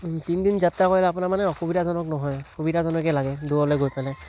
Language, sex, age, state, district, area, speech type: Assamese, male, 18-30, Assam, Tinsukia, rural, spontaneous